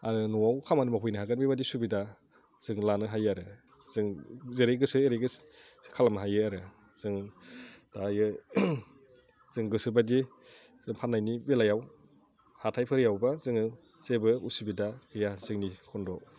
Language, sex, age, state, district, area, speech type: Bodo, male, 30-45, Assam, Udalguri, urban, spontaneous